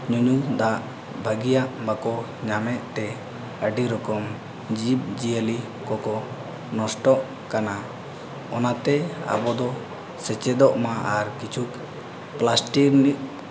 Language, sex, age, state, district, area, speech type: Santali, male, 18-30, Jharkhand, East Singhbhum, rural, spontaneous